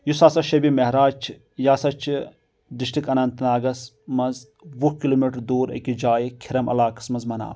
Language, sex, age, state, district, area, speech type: Kashmiri, male, 30-45, Jammu and Kashmir, Anantnag, rural, spontaneous